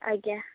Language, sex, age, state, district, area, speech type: Odia, female, 30-45, Odisha, Bhadrak, rural, conversation